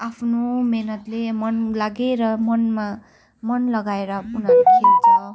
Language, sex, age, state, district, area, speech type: Nepali, female, 18-30, West Bengal, Kalimpong, rural, spontaneous